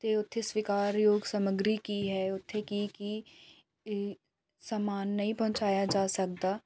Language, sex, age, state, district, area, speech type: Punjabi, female, 18-30, Punjab, Faridkot, urban, spontaneous